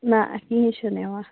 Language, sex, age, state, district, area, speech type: Kashmiri, female, 45-60, Jammu and Kashmir, Baramulla, urban, conversation